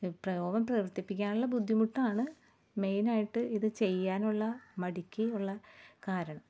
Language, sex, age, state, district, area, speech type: Malayalam, female, 30-45, Kerala, Ernakulam, rural, spontaneous